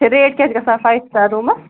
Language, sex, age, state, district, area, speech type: Kashmiri, female, 18-30, Jammu and Kashmir, Ganderbal, rural, conversation